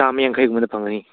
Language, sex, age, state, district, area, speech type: Manipuri, male, 18-30, Manipur, Churachandpur, rural, conversation